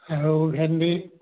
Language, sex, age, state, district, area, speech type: Assamese, male, 60+, Assam, Charaideo, urban, conversation